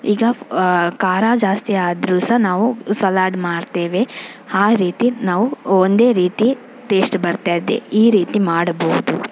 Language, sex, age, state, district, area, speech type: Kannada, female, 30-45, Karnataka, Shimoga, rural, spontaneous